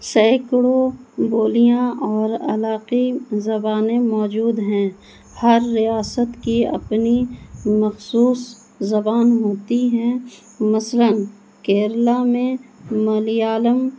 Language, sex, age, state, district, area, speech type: Urdu, female, 30-45, Bihar, Gaya, rural, spontaneous